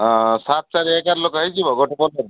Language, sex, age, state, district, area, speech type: Odia, male, 60+, Odisha, Malkangiri, urban, conversation